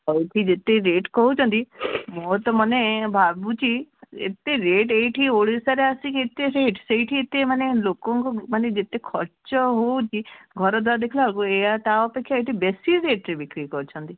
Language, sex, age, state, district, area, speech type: Odia, female, 60+, Odisha, Gajapati, rural, conversation